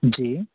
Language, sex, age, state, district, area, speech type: Hindi, male, 18-30, Madhya Pradesh, Jabalpur, urban, conversation